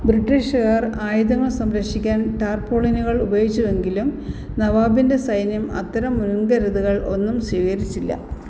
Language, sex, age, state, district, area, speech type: Malayalam, female, 45-60, Kerala, Alappuzha, rural, read